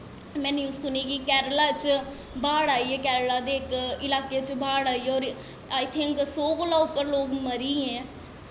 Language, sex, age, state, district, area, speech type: Dogri, female, 18-30, Jammu and Kashmir, Jammu, urban, spontaneous